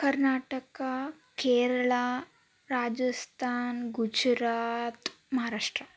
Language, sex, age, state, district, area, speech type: Kannada, female, 18-30, Karnataka, Tumkur, rural, spontaneous